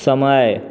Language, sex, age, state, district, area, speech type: Maithili, male, 18-30, Bihar, Darbhanga, urban, read